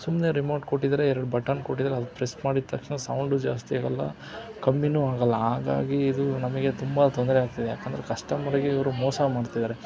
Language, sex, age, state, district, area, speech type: Kannada, male, 45-60, Karnataka, Chitradurga, rural, spontaneous